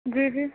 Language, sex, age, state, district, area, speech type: Urdu, female, 18-30, Delhi, East Delhi, urban, conversation